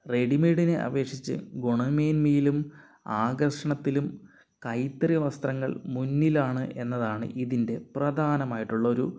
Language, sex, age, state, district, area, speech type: Malayalam, male, 30-45, Kerala, Palakkad, rural, spontaneous